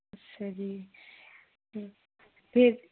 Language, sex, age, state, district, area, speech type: Punjabi, female, 18-30, Punjab, Mansa, urban, conversation